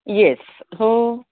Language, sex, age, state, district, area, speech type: Marathi, female, 45-60, Maharashtra, Pune, urban, conversation